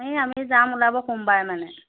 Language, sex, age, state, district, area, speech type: Assamese, female, 30-45, Assam, Jorhat, urban, conversation